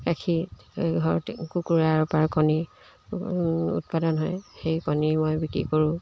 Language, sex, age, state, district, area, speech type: Assamese, female, 60+, Assam, Dibrugarh, rural, spontaneous